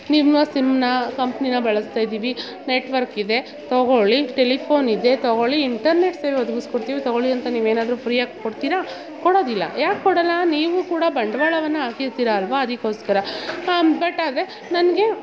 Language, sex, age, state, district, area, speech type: Kannada, female, 30-45, Karnataka, Mandya, rural, spontaneous